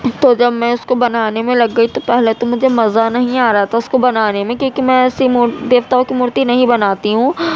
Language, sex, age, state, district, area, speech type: Urdu, female, 18-30, Uttar Pradesh, Gautam Buddha Nagar, rural, spontaneous